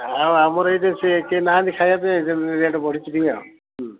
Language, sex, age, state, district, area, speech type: Odia, male, 60+, Odisha, Gajapati, rural, conversation